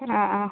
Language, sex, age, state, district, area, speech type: Malayalam, female, 18-30, Kerala, Wayanad, rural, conversation